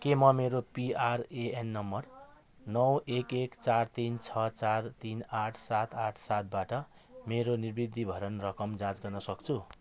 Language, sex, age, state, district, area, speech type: Nepali, male, 45-60, West Bengal, Jalpaiguri, rural, read